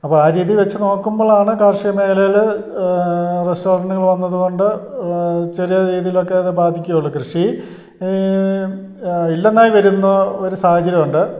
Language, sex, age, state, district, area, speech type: Malayalam, male, 60+, Kerala, Idukki, rural, spontaneous